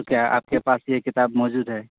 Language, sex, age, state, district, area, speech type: Urdu, male, 30-45, Bihar, Purnia, rural, conversation